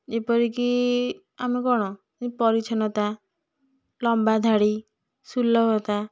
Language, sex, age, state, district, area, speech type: Odia, female, 18-30, Odisha, Puri, urban, spontaneous